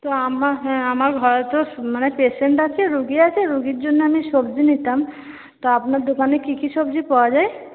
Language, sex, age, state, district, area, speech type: Bengali, female, 30-45, West Bengal, Purba Bardhaman, urban, conversation